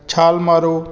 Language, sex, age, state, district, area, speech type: Punjabi, male, 30-45, Punjab, Kapurthala, urban, read